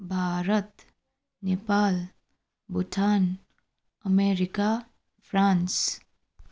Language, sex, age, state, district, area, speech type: Nepali, female, 45-60, West Bengal, Darjeeling, rural, spontaneous